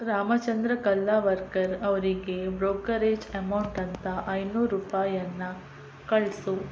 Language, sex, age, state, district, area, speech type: Kannada, female, 30-45, Karnataka, Udupi, rural, read